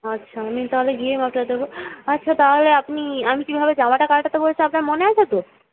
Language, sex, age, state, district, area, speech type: Bengali, female, 18-30, West Bengal, Purba Medinipur, rural, conversation